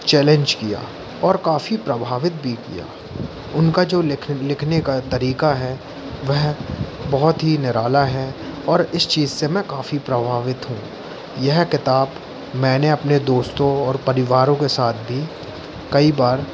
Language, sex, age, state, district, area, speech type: Hindi, male, 18-30, Madhya Pradesh, Jabalpur, urban, spontaneous